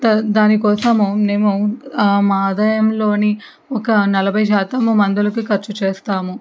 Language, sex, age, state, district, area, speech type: Telugu, female, 45-60, Andhra Pradesh, N T Rama Rao, urban, spontaneous